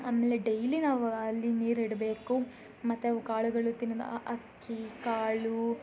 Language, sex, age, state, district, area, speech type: Kannada, female, 18-30, Karnataka, Chikkamagaluru, rural, spontaneous